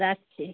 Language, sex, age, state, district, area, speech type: Bengali, female, 30-45, West Bengal, Dakshin Dinajpur, urban, conversation